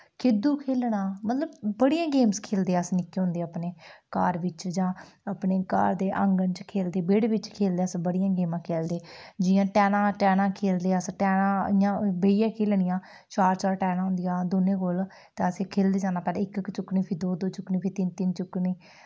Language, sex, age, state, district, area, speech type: Dogri, female, 18-30, Jammu and Kashmir, Udhampur, rural, spontaneous